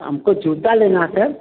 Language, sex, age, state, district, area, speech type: Hindi, male, 45-60, Uttar Pradesh, Azamgarh, rural, conversation